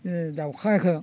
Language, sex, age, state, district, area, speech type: Bodo, male, 60+, Assam, Baksa, urban, spontaneous